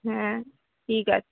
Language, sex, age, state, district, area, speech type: Bengali, female, 18-30, West Bengal, Howrah, urban, conversation